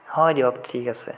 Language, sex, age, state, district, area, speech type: Assamese, male, 18-30, Assam, Sonitpur, rural, spontaneous